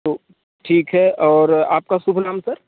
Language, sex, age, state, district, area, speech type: Hindi, male, 30-45, Uttar Pradesh, Mirzapur, rural, conversation